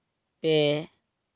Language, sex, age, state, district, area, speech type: Santali, male, 45-60, West Bengal, Purulia, rural, read